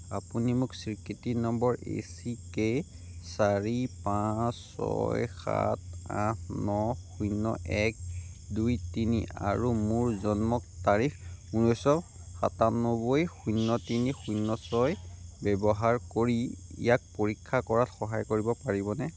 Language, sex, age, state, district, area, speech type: Assamese, male, 18-30, Assam, Jorhat, urban, read